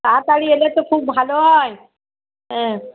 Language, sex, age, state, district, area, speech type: Bengali, female, 45-60, West Bengal, Darjeeling, rural, conversation